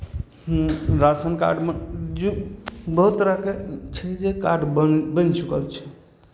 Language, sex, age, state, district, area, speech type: Maithili, male, 30-45, Bihar, Madhubani, rural, read